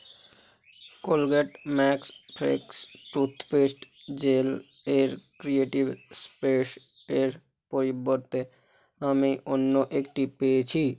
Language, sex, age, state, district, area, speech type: Bengali, male, 45-60, West Bengal, Bankura, urban, read